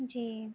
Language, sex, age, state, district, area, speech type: Urdu, female, 18-30, Bihar, Madhubani, rural, spontaneous